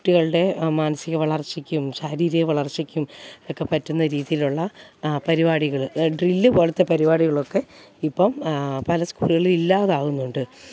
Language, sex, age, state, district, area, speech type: Malayalam, female, 30-45, Kerala, Alappuzha, rural, spontaneous